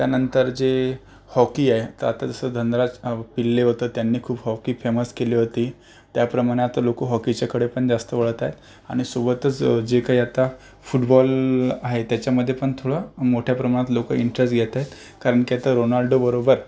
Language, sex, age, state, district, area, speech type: Marathi, male, 45-60, Maharashtra, Akola, urban, spontaneous